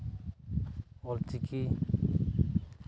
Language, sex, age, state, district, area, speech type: Santali, male, 30-45, West Bengal, Jhargram, rural, spontaneous